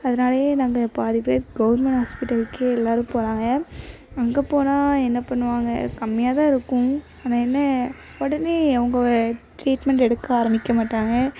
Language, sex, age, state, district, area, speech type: Tamil, female, 18-30, Tamil Nadu, Thoothukudi, rural, spontaneous